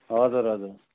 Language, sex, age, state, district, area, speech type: Nepali, male, 30-45, West Bengal, Darjeeling, rural, conversation